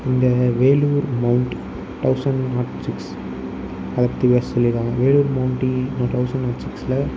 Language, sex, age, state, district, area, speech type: Tamil, male, 18-30, Tamil Nadu, Tiruvarur, urban, spontaneous